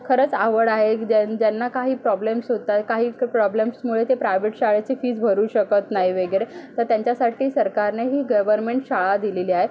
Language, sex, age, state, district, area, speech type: Marathi, female, 18-30, Maharashtra, Solapur, urban, spontaneous